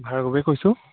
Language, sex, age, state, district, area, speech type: Assamese, male, 18-30, Assam, Charaideo, rural, conversation